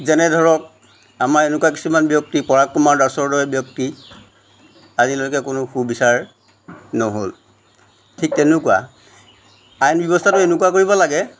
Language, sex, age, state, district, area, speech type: Assamese, male, 45-60, Assam, Jorhat, urban, spontaneous